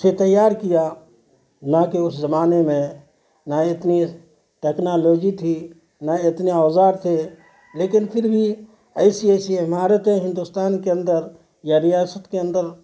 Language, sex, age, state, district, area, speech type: Urdu, male, 45-60, Bihar, Saharsa, rural, spontaneous